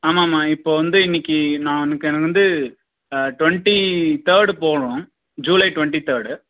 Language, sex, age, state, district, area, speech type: Tamil, male, 18-30, Tamil Nadu, Dharmapuri, rural, conversation